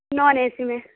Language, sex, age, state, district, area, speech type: Urdu, female, 18-30, Uttar Pradesh, Balrampur, rural, conversation